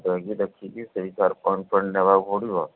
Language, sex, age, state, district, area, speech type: Odia, male, 45-60, Odisha, Sundergarh, rural, conversation